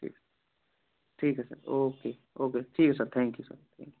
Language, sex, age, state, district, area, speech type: Hindi, male, 18-30, Uttar Pradesh, Prayagraj, urban, conversation